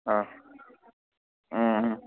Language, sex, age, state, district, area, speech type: Manipuri, male, 18-30, Manipur, Kakching, rural, conversation